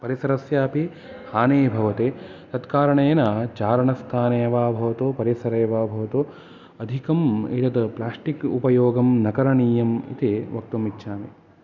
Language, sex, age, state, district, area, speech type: Sanskrit, male, 18-30, Karnataka, Uttara Kannada, rural, spontaneous